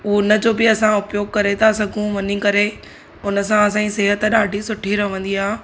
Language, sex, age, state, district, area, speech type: Sindhi, female, 18-30, Gujarat, Surat, urban, spontaneous